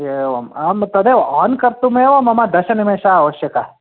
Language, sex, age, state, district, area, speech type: Sanskrit, male, 45-60, Karnataka, Bangalore Urban, urban, conversation